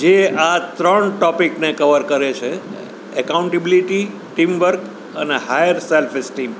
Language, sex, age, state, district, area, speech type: Gujarati, male, 60+, Gujarat, Rajkot, urban, spontaneous